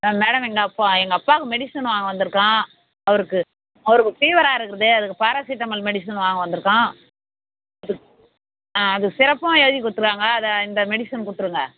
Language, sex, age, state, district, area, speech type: Tamil, female, 30-45, Tamil Nadu, Vellore, urban, conversation